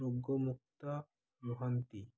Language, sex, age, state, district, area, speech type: Odia, male, 18-30, Odisha, Ganjam, urban, spontaneous